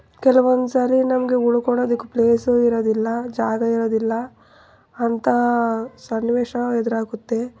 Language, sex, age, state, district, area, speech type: Kannada, female, 18-30, Karnataka, Chikkaballapur, rural, spontaneous